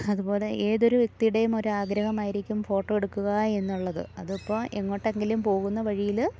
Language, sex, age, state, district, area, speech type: Malayalam, female, 30-45, Kerala, Idukki, rural, spontaneous